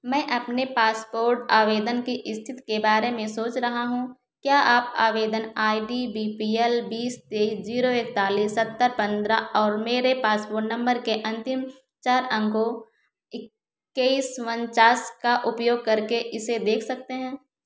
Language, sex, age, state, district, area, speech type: Hindi, female, 30-45, Uttar Pradesh, Ayodhya, rural, read